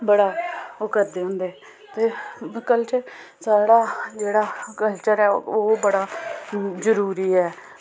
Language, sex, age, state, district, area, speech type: Dogri, female, 30-45, Jammu and Kashmir, Samba, rural, spontaneous